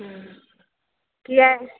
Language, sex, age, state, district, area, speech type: Maithili, female, 30-45, Bihar, Begusarai, rural, conversation